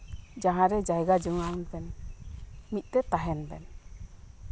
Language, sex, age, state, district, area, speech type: Santali, female, 45-60, West Bengal, Birbhum, rural, spontaneous